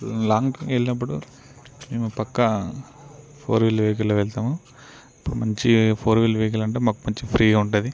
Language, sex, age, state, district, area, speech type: Telugu, male, 18-30, Telangana, Peddapalli, rural, spontaneous